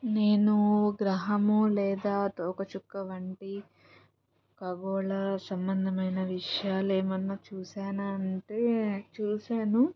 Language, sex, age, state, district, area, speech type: Telugu, female, 18-30, Andhra Pradesh, Palnadu, rural, spontaneous